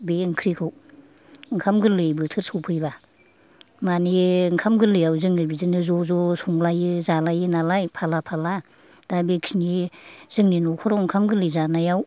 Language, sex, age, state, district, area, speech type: Bodo, female, 60+, Assam, Kokrajhar, urban, spontaneous